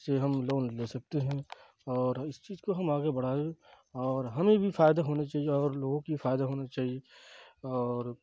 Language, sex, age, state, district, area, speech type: Urdu, male, 45-60, Bihar, Khagaria, rural, spontaneous